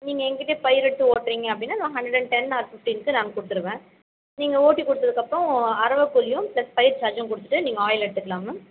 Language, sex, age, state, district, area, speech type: Tamil, female, 30-45, Tamil Nadu, Ranipet, rural, conversation